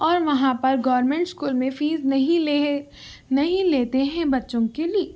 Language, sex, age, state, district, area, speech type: Urdu, female, 18-30, Telangana, Hyderabad, urban, spontaneous